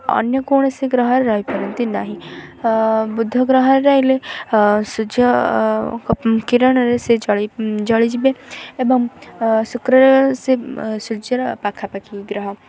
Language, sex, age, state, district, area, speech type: Odia, female, 18-30, Odisha, Kendrapara, urban, spontaneous